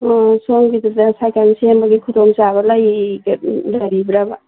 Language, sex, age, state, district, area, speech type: Manipuri, female, 45-60, Manipur, Churachandpur, rural, conversation